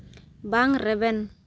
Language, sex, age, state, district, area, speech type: Santali, female, 30-45, Jharkhand, Seraikela Kharsawan, rural, read